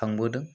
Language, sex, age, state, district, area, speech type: Bodo, male, 30-45, Assam, Chirang, rural, spontaneous